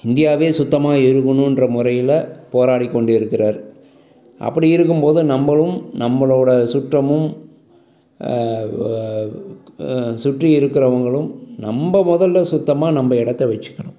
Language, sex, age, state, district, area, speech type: Tamil, male, 30-45, Tamil Nadu, Salem, urban, spontaneous